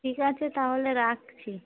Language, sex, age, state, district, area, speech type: Bengali, female, 30-45, West Bengal, Darjeeling, urban, conversation